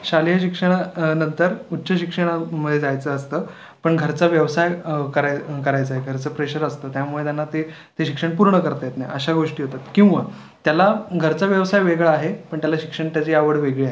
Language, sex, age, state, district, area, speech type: Marathi, male, 18-30, Maharashtra, Raigad, rural, spontaneous